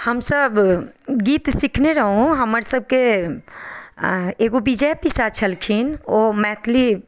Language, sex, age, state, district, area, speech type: Maithili, female, 45-60, Bihar, Madhubani, rural, spontaneous